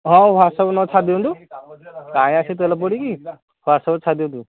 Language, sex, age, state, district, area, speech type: Odia, male, 30-45, Odisha, Kendujhar, urban, conversation